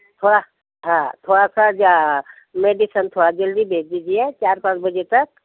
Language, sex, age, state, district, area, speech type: Hindi, female, 60+, Madhya Pradesh, Bhopal, urban, conversation